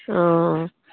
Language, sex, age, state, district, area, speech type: Assamese, female, 45-60, Assam, Sivasagar, rural, conversation